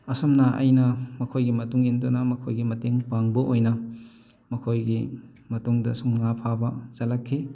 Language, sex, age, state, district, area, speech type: Manipuri, male, 30-45, Manipur, Thoubal, rural, spontaneous